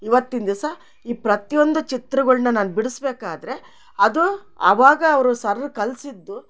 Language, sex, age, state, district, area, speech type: Kannada, female, 60+, Karnataka, Chitradurga, rural, spontaneous